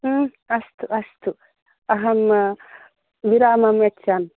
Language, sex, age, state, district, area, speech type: Sanskrit, female, 30-45, Karnataka, Dakshina Kannada, rural, conversation